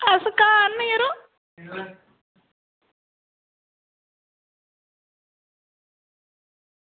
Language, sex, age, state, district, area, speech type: Dogri, female, 45-60, Jammu and Kashmir, Reasi, rural, conversation